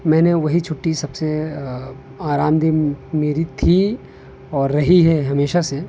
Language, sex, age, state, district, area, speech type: Urdu, male, 18-30, Delhi, North West Delhi, urban, spontaneous